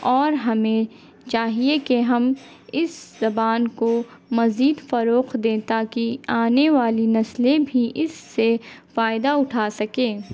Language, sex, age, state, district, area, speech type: Urdu, female, 18-30, Bihar, Gaya, urban, spontaneous